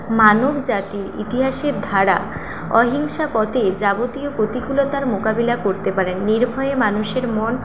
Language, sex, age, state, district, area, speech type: Bengali, female, 18-30, West Bengal, Paschim Medinipur, rural, spontaneous